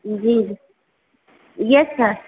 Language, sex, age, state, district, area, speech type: Hindi, female, 30-45, Bihar, Vaishali, urban, conversation